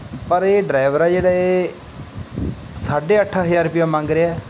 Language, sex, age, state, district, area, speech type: Punjabi, male, 18-30, Punjab, Bathinda, rural, spontaneous